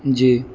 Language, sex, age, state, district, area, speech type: Urdu, male, 18-30, Bihar, Gaya, urban, spontaneous